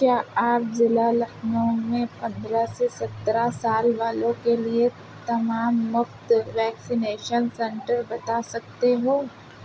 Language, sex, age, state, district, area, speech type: Urdu, female, 30-45, Uttar Pradesh, Lucknow, urban, read